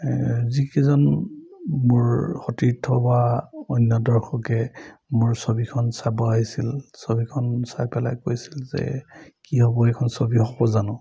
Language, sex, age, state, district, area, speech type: Assamese, male, 60+, Assam, Charaideo, urban, spontaneous